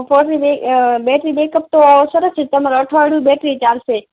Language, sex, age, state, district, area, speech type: Gujarati, female, 30-45, Gujarat, Kutch, rural, conversation